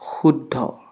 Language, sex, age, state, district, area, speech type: Assamese, male, 18-30, Assam, Biswanath, rural, read